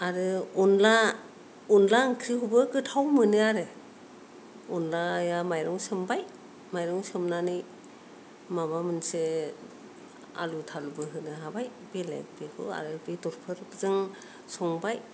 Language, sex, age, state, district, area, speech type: Bodo, female, 60+, Assam, Kokrajhar, rural, spontaneous